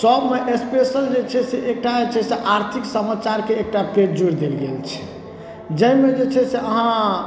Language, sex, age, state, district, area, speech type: Maithili, male, 30-45, Bihar, Darbhanga, urban, spontaneous